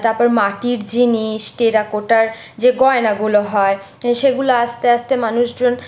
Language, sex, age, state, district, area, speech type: Bengali, female, 30-45, West Bengal, Purulia, rural, spontaneous